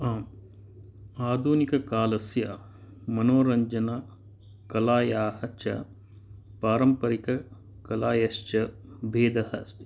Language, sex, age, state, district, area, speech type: Sanskrit, male, 45-60, Karnataka, Dakshina Kannada, urban, spontaneous